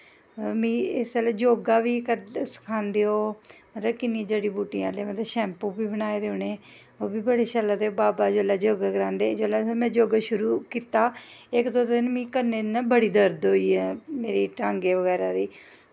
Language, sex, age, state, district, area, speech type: Dogri, female, 30-45, Jammu and Kashmir, Jammu, rural, spontaneous